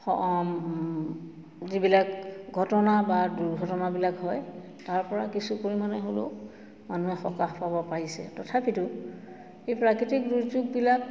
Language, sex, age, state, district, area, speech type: Assamese, female, 45-60, Assam, Majuli, urban, spontaneous